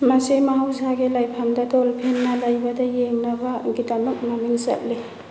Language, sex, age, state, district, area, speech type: Manipuri, female, 45-60, Manipur, Churachandpur, rural, read